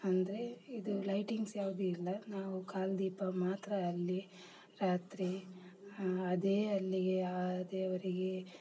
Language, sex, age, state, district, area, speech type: Kannada, female, 45-60, Karnataka, Udupi, rural, spontaneous